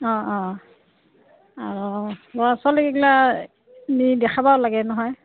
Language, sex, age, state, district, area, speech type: Assamese, female, 45-60, Assam, Goalpara, urban, conversation